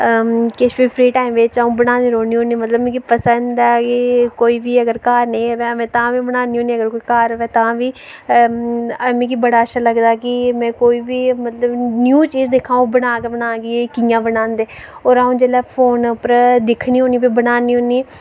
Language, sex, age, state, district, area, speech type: Dogri, female, 18-30, Jammu and Kashmir, Reasi, rural, spontaneous